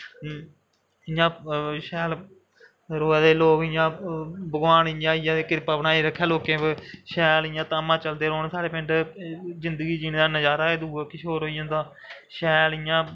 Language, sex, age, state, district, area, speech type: Dogri, male, 18-30, Jammu and Kashmir, Kathua, rural, spontaneous